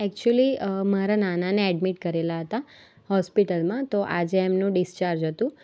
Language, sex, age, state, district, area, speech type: Gujarati, female, 18-30, Gujarat, Valsad, rural, spontaneous